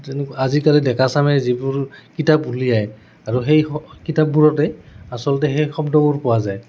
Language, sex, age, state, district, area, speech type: Assamese, male, 18-30, Assam, Goalpara, urban, spontaneous